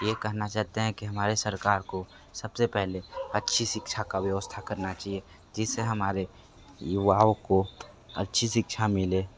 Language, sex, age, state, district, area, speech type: Hindi, male, 30-45, Uttar Pradesh, Sonbhadra, rural, spontaneous